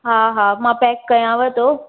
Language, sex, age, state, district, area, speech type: Sindhi, female, 18-30, Madhya Pradesh, Katni, urban, conversation